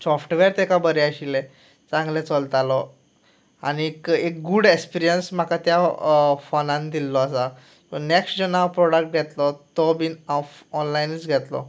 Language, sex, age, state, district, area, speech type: Goan Konkani, male, 18-30, Goa, Canacona, rural, spontaneous